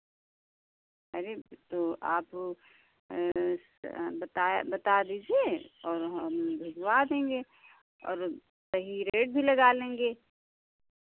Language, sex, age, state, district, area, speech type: Hindi, female, 60+, Uttar Pradesh, Sitapur, rural, conversation